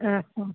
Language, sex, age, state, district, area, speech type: Kannada, female, 60+, Karnataka, Dakshina Kannada, rural, conversation